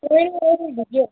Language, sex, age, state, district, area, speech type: Sindhi, female, 18-30, Delhi, South Delhi, urban, conversation